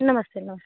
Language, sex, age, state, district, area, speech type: Hindi, female, 18-30, Uttar Pradesh, Azamgarh, rural, conversation